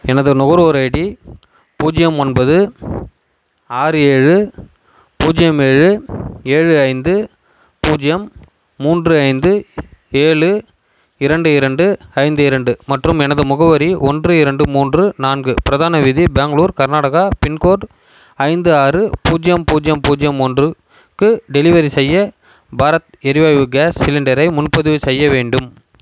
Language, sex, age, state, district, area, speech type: Tamil, male, 30-45, Tamil Nadu, Chengalpattu, rural, read